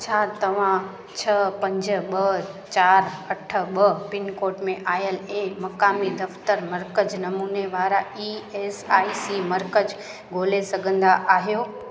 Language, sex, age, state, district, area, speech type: Sindhi, female, 30-45, Gujarat, Junagadh, urban, read